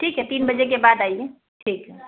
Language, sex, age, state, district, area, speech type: Urdu, female, 30-45, Bihar, Araria, rural, conversation